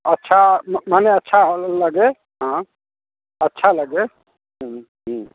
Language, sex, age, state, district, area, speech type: Hindi, male, 60+, Bihar, Muzaffarpur, rural, conversation